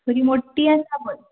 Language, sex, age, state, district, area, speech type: Goan Konkani, female, 18-30, Goa, Tiswadi, rural, conversation